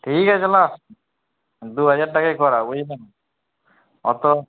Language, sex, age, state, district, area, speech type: Bengali, male, 45-60, West Bengal, Purulia, urban, conversation